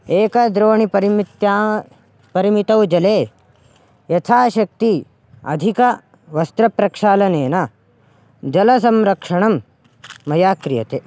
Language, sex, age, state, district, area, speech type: Sanskrit, male, 18-30, Karnataka, Raichur, urban, spontaneous